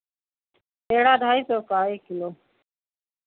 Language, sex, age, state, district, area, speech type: Hindi, female, 60+, Uttar Pradesh, Lucknow, rural, conversation